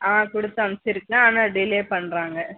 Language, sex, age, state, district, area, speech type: Tamil, female, 30-45, Tamil Nadu, Dharmapuri, rural, conversation